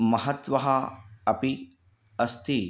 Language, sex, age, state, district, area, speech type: Sanskrit, male, 45-60, Karnataka, Bidar, urban, spontaneous